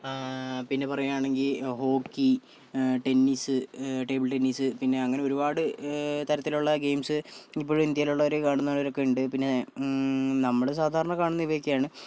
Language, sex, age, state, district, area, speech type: Malayalam, male, 45-60, Kerala, Kozhikode, urban, spontaneous